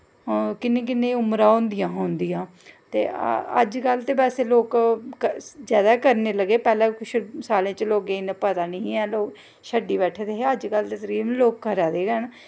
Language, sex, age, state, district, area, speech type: Dogri, female, 30-45, Jammu and Kashmir, Jammu, rural, spontaneous